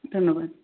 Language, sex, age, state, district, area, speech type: Bengali, female, 30-45, West Bengal, Darjeeling, urban, conversation